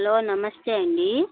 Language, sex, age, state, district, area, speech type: Telugu, female, 45-60, Andhra Pradesh, Annamaya, rural, conversation